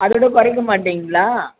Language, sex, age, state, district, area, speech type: Tamil, female, 45-60, Tamil Nadu, Tiruvannamalai, urban, conversation